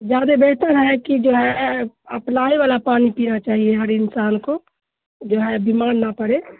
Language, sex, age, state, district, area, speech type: Urdu, female, 60+, Bihar, Khagaria, rural, conversation